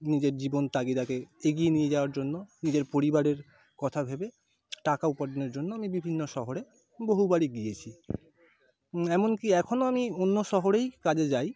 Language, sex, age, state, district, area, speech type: Bengali, male, 30-45, West Bengal, North 24 Parganas, urban, spontaneous